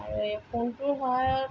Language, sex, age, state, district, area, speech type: Assamese, female, 45-60, Assam, Tinsukia, rural, spontaneous